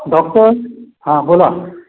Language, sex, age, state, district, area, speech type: Marathi, male, 60+, Maharashtra, Pune, urban, conversation